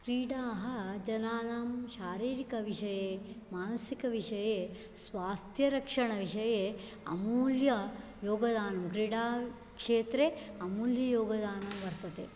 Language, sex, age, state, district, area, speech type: Sanskrit, female, 45-60, Karnataka, Dakshina Kannada, rural, spontaneous